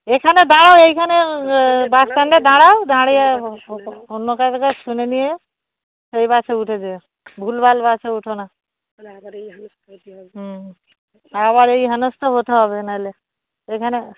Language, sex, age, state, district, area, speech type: Bengali, female, 45-60, West Bengal, Darjeeling, urban, conversation